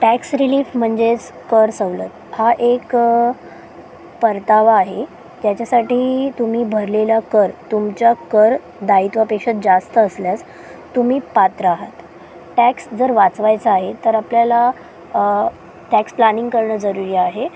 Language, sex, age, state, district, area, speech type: Marathi, female, 18-30, Maharashtra, Solapur, urban, spontaneous